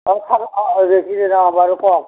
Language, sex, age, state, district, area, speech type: Assamese, male, 60+, Assam, Kamrup Metropolitan, urban, conversation